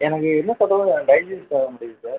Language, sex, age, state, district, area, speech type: Tamil, male, 30-45, Tamil Nadu, Pudukkottai, rural, conversation